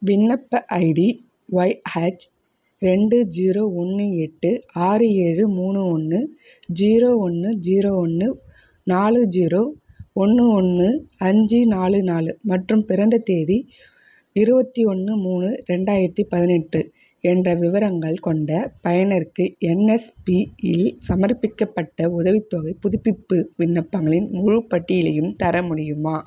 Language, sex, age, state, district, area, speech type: Tamil, female, 30-45, Tamil Nadu, Viluppuram, urban, read